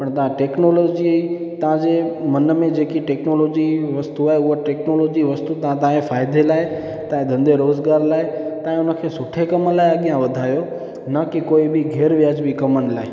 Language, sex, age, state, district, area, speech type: Sindhi, male, 18-30, Gujarat, Junagadh, rural, spontaneous